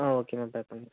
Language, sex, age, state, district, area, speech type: Tamil, male, 18-30, Tamil Nadu, Tenkasi, urban, conversation